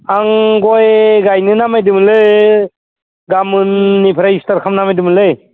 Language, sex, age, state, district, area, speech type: Bodo, male, 60+, Assam, Udalguri, rural, conversation